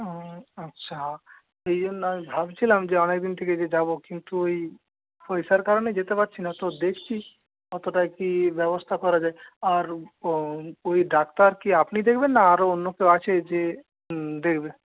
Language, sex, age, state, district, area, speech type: Bengali, male, 30-45, West Bengal, Paschim Medinipur, rural, conversation